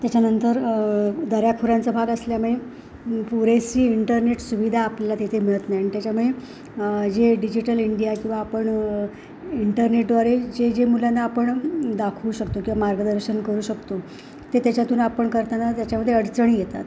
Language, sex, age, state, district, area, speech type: Marathi, female, 45-60, Maharashtra, Ratnagiri, rural, spontaneous